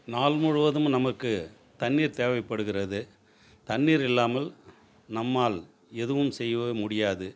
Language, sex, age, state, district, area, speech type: Tamil, male, 60+, Tamil Nadu, Tiruvannamalai, urban, spontaneous